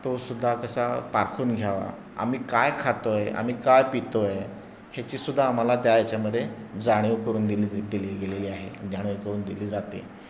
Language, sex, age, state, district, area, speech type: Marathi, male, 60+, Maharashtra, Pune, urban, spontaneous